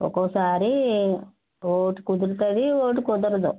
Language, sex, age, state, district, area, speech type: Telugu, female, 60+, Andhra Pradesh, West Godavari, rural, conversation